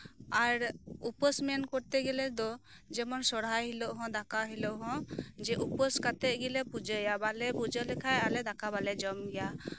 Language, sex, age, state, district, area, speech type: Santali, female, 30-45, West Bengal, Birbhum, rural, spontaneous